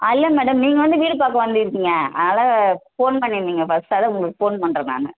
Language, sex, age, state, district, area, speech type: Tamil, female, 18-30, Tamil Nadu, Tenkasi, urban, conversation